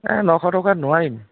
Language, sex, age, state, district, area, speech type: Assamese, male, 30-45, Assam, Biswanath, rural, conversation